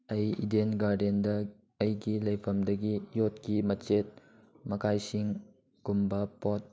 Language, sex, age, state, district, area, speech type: Manipuri, male, 18-30, Manipur, Chandel, rural, read